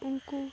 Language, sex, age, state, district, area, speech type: Santali, female, 18-30, West Bengal, Dakshin Dinajpur, rural, spontaneous